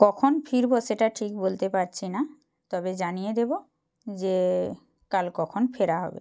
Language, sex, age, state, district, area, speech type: Bengali, female, 45-60, West Bengal, Purba Medinipur, rural, spontaneous